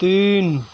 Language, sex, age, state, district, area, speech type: Urdu, male, 45-60, Delhi, Central Delhi, urban, read